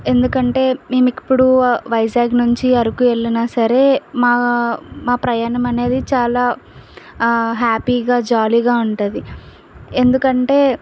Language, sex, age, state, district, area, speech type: Telugu, female, 18-30, Andhra Pradesh, Visakhapatnam, rural, spontaneous